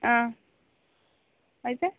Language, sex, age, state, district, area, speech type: Telugu, female, 60+, Andhra Pradesh, Visakhapatnam, urban, conversation